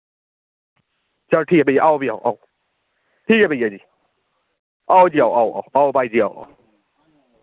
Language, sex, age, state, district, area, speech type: Dogri, male, 18-30, Jammu and Kashmir, Reasi, rural, conversation